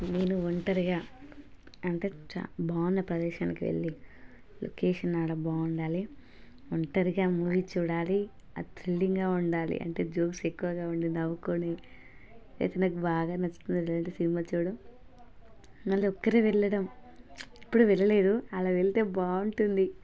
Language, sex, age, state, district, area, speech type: Telugu, female, 30-45, Telangana, Hanamkonda, rural, spontaneous